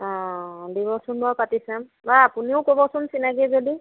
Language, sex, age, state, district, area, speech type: Assamese, female, 30-45, Assam, Majuli, urban, conversation